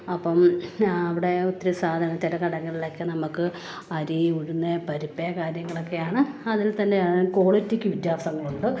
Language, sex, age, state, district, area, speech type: Malayalam, female, 45-60, Kerala, Kottayam, rural, spontaneous